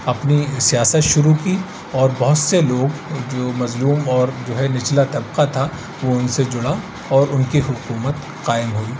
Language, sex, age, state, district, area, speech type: Urdu, male, 30-45, Uttar Pradesh, Aligarh, urban, spontaneous